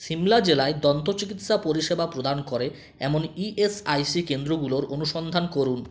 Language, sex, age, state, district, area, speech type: Bengali, male, 18-30, West Bengal, Purulia, rural, read